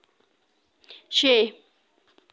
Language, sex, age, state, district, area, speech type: Dogri, female, 30-45, Jammu and Kashmir, Samba, urban, read